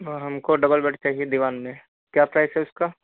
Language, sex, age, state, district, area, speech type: Hindi, male, 30-45, Uttar Pradesh, Hardoi, rural, conversation